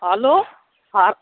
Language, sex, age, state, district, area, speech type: Nepali, female, 45-60, West Bengal, Jalpaiguri, urban, conversation